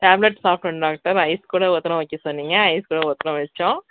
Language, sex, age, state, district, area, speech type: Tamil, female, 30-45, Tamil Nadu, Krishnagiri, rural, conversation